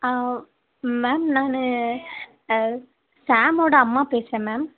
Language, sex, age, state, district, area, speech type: Tamil, female, 18-30, Tamil Nadu, Tirunelveli, urban, conversation